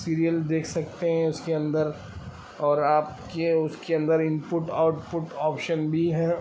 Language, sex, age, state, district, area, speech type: Urdu, male, 30-45, Telangana, Hyderabad, urban, spontaneous